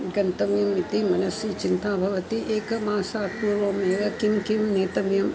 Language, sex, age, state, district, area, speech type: Sanskrit, female, 60+, Tamil Nadu, Chennai, urban, spontaneous